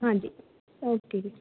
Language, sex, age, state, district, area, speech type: Punjabi, female, 18-30, Punjab, Fatehgarh Sahib, rural, conversation